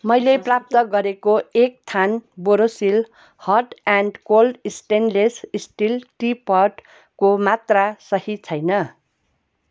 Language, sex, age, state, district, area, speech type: Nepali, female, 45-60, West Bengal, Darjeeling, rural, read